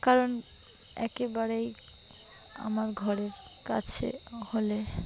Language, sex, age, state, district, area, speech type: Bengali, female, 18-30, West Bengal, Dakshin Dinajpur, urban, spontaneous